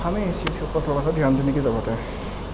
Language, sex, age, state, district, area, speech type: Urdu, male, 18-30, Delhi, East Delhi, urban, spontaneous